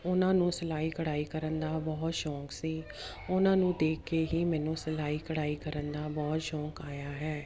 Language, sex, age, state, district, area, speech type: Punjabi, female, 30-45, Punjab, Jalandhar, urban, spontaneous